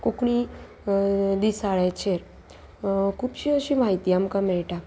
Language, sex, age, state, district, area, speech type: Goan Konkani, female, 30-45, Goa, Salcete, urban, spontaneous